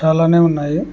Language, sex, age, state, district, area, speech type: Telugu, male, 18-30, Andhra Pradesh, Kurnool, urban, spontaneous